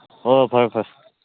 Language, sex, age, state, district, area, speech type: Manipuri, male, 18-30, Manipur, Churachandpur, rural, conversation